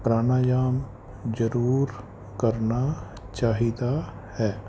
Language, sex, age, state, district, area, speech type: Punjabi, male, 30-45, Punjab, Fazilka, rural, spontaneous